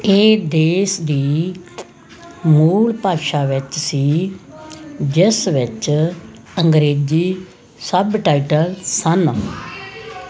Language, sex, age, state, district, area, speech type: Punjabi, female, 45-60, Punjab, Muktsar, urban, read